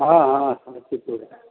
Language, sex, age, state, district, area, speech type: Maithili, male, 60+, Bihar, Samastipur, rural, conversation